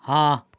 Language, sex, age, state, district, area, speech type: Hindi, male, 45-60, Uttar Pradesh, Ghazipur, rural, read